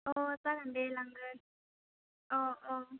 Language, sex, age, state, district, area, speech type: Bodo, female, 18-30, Assam, Baksa, rural, conversation